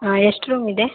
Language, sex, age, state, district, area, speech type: Kannada, female, 18-30, Karnataka, Hassan, rural, conversation